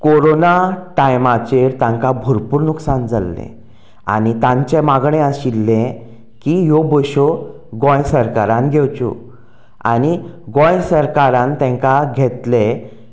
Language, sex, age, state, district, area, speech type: Goan Konkani, male, 30-45, Goa, Canacona, rural, spontaneous